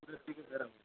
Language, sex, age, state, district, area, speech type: Bengali, male, 30-45, West Bengal, South 24 Parganas, rural, conversation